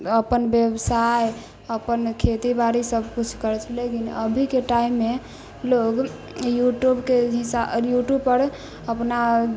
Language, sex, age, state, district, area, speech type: Maithili, female, 30-45, Bihar, Sitamarhi, rural, spontaneous